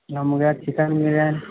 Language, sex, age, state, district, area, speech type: Kannada, male, 18-30, Karnataka, Gadag, urban, conversation